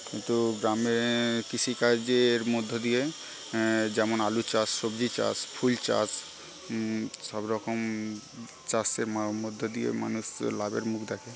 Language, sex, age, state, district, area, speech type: Bengali, male, 18-30, West Bengal, Paschim Medinipur, rural, spontaneous